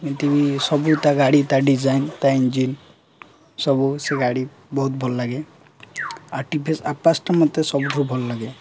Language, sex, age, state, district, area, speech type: Odia, male, 18-30, Odisha, Jagatsinghpur, urban, spontaneous